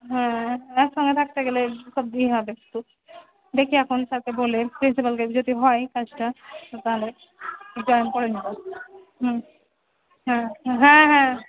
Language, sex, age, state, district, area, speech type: Bengali, female, 30-45, West Bengal, Murshidabad, rural, conversation